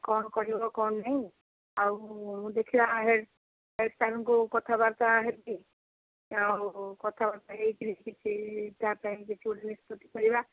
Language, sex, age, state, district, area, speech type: Odia, female, 45-60, Odisha, Sundergarh, rural, conversation